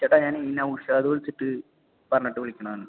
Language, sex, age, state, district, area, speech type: Malayalam, male, 18-30, Kerala, Thrissur, rural, conversation